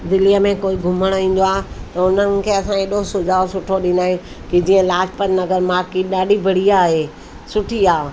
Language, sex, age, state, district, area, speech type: Sindhi, female, 45-60, Delhi, South Delhi, urban, spontaneous